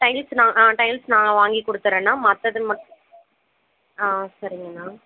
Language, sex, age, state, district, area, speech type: Tamil, female, 18-30, Tamil Nadu, Krishnagiri, rural, conversation